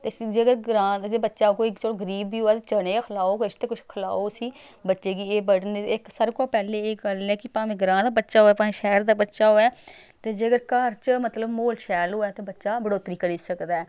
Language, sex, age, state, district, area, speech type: Dogri, female, 30-45, Jammu and Kashmir, Samba, rural, spontaneous